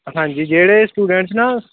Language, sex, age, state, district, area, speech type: Punjabi, male, 30-45, Punjab, Kapurthala, urban, conversation